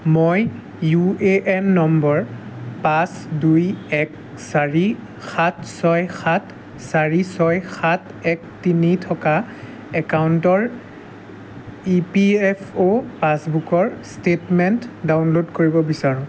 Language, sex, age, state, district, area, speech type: Assamese, male, 18-30, Assam, Jorhat, urban, read